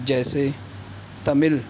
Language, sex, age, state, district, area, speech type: Urdu, male, 30-45, Maharashtra, Nashik, urban, spontaneous